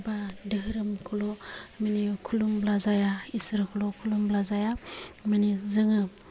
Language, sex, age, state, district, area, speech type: Bodo, female, 45-60, Assam, Kokrajhar, rural, spontaneous